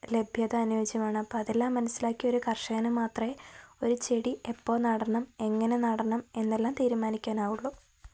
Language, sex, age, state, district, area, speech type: Malayalam, female, 18-30, Kerala, Kozhikode, rural, spontaneous